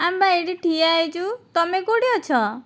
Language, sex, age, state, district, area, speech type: Odia, female, 60+, Odisha, Kandhamal, rural, spontaneous